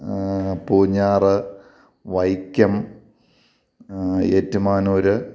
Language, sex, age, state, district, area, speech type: Malayalam, male, 30-45, Kerala, Kottayam, rural, spontaneous